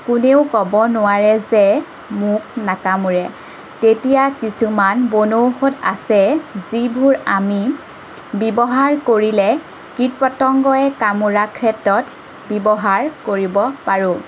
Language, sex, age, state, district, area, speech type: Assamese, female, 30-45, Assam, Lakhimpur, rural, spontaneous